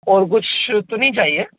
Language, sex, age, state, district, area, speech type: Hindi, male, 18-30, Madhya Pradesh, Jabalpur, urban, conversation